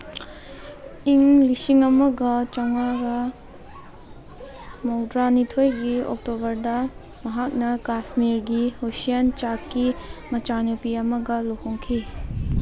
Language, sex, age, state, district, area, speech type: Manipuri, female, 18-30, Manipur, Kangpokpi, urban, read